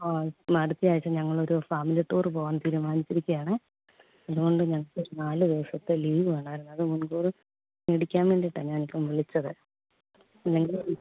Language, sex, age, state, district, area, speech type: Malayalam, female, 45-60, Kerala, Pathanamthitta, rural, conversation